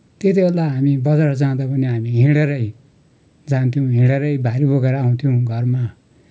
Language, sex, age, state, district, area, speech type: Nepali, male, 60+, West Bengal, Kalimpong, rural, spontaneous